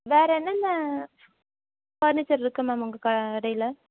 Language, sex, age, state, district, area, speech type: Tamil, female, 18-30, Tamil Nadu, Tiruvarur, rural, conversation